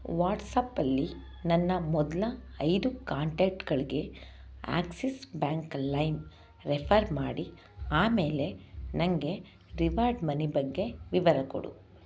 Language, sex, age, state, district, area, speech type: Kannada, female, 30-45, Karnataka, Chamarajanagar, rural, read